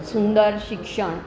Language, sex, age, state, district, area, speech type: Gujarati, female, 60+, Gujarat, Surat, urban, spontaneous